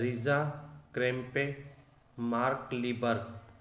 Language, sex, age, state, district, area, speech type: Sindhi, male, 30-45, Gujarat, Kutch, urban, spontaneous